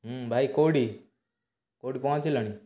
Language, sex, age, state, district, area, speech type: Odia, male, 18-30, Odisha, Cuttack, urban, spontaneous